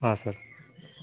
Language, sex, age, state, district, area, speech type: Odia, male, 18-30, Odisha, Koraput, urban, conversation